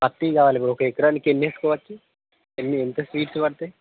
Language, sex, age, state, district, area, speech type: Telugu, male, 18-30, Telangana, Peddapalli, rural, conversation